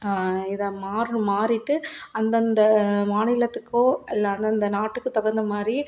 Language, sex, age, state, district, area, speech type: Tamil, female, 30-45, Tamil Nadu, Salem, rural, spontaneous